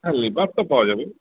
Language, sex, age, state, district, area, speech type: Bengali, male, 30-45, West Bengal, Uttar Dinajpur, urban, conversation